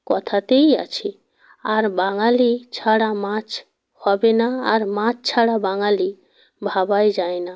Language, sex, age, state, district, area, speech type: Bengali, female, 45-60, West Bengal, North 24 Parganas, rural, spontaneous